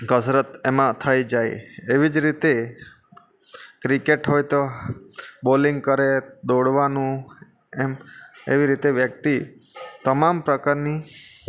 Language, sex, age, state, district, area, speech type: Gujarati, male, 30-45, Gujarat, Surat, urban, spontaneous